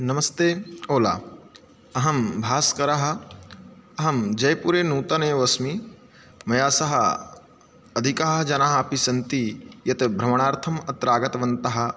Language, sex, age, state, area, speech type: Sanskrit, male, 18-30, Madhya Pradesh, rural, spontaneous